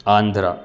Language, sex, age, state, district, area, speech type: Sanskrit, male, 18-30, Karnataka, Bangalore Urban, urban, spontaneous